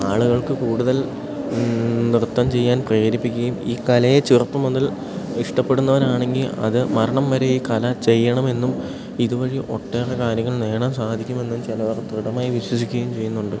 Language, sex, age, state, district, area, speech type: Malayalam, male, 18-30, Kerala, Idukki, rural, spontaneous